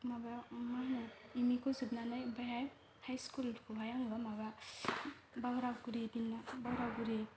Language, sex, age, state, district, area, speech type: Bodo, female, 18-30, Assam, Kokrajhar, rural, spontaneous